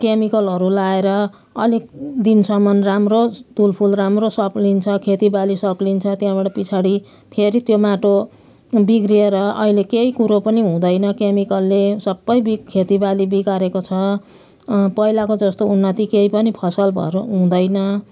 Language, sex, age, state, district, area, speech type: Nepali, female, 60+, West Bengal, Jalpaiguri, urban, spontaneous